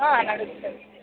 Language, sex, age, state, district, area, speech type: Telugu, female, 30-45, Telangana, Ranga Reddy, rural, conversation